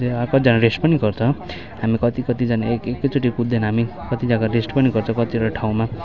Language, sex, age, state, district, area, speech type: Nepali, male, 18-30, West Bengal, Kalimpong, rural, spontaneous